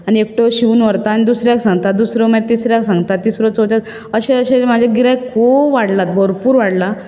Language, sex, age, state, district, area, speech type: Goan Konkani, female, 30-45, Goa, Bardez, urban, spontaneous